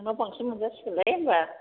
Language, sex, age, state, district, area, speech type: Bodo, female, 30-45, Assam, Chirang, urban, conversation